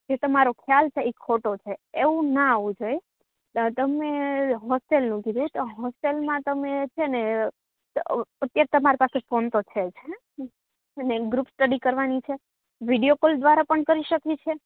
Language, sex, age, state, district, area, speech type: Gujarati, female, 18-30, Gujarat, Rajkot, urban, conversation